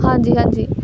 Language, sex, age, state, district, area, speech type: Punjabi, female, 18-30, Punjab, Amritsar, urban, spontaneous